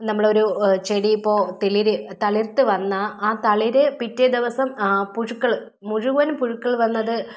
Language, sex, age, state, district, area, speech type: Malayalam, female, 30-45, Kerala, Thiruvananthapuram, rural, spontaneous